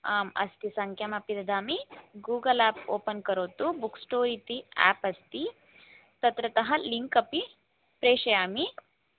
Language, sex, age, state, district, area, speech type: Sanskrit, female, 18-30, Karnataka, Shimoga, urban, conversation